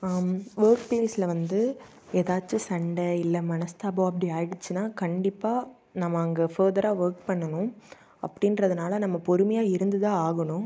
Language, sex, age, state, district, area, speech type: Tamil, female, 18-30, Tamil Nadu, Tiruppur, rural, spontaneous